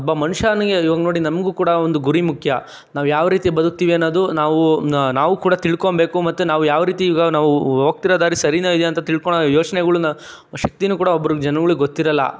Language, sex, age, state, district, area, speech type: Kannada, male, 60+, Karnataka, Chikkaballapur, rural, spontaneous